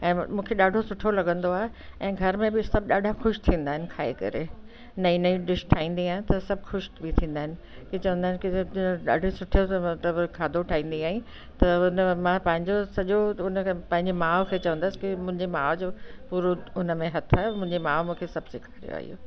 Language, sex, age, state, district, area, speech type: Sindhi, female, 60+, Delhi, South Delhi, urban, spontaneous